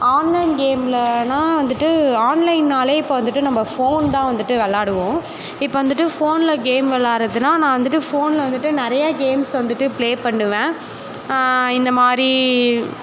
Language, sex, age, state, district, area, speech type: Tamil, female, 18-30, Tamil Nadu, Perambalur, urban, spontaneous